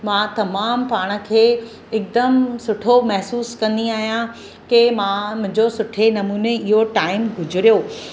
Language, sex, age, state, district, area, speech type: Sindhi, female, 45-60, Maharashtra, Mumbai City, urban, spontaneous